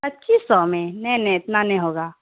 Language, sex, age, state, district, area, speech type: Urdu, female, 30-45, Bihar, Darbhanga, rural, conversation